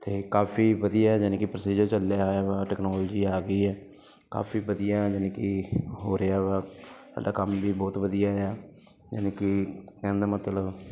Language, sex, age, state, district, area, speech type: Punjabi, male, 30-45, Punjab, Ludhiana, urban, spontaneous